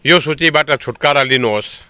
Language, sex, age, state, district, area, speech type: Nepali, male, 60+, West Bengal, Jalpaiguri, urban, read